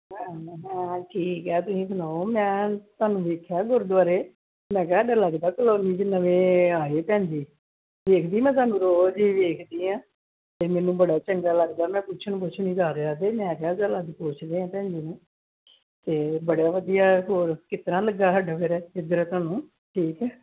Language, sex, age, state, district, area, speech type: Punjabi, female, 60+, Punjab, Gurdaspur, rural, conversation